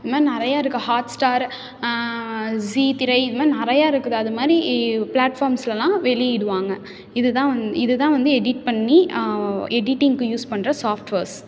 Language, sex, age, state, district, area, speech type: Tamil, female, 18-30, Tamil Nadu, Tiruchirappalli, rural, spontaneous